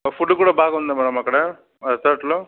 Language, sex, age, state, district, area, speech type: Telugu, male, 60+, Andhra Pradesh, Chittoor, rural, conversation